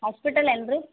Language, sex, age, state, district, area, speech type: Kannada, female, 60+, Karnataka, Belgaum, rural, conversation